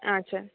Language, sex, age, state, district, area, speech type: Bengali, female, 45-60, West Bengal, Nadia, urban, conversation